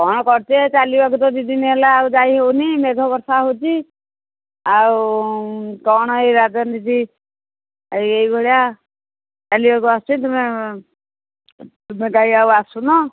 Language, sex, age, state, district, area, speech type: Odia, female, 60+, Odisha, Jharsuguda, rural, conversation